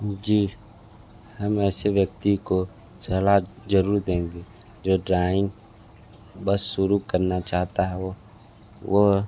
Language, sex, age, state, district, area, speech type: Hindi, male, 30-45, Uttar Pradesh, Sonbhadra, rural, spontaneous